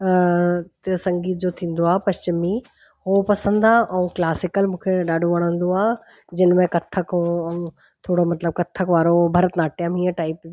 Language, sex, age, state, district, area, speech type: Sindhi, female, 45-60, Delhi, South Delhi, urban, spontaneous